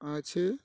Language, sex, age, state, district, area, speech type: Bengali, male, 18-30, West Bengal, Uttar Dinajpur, urban, spontaneous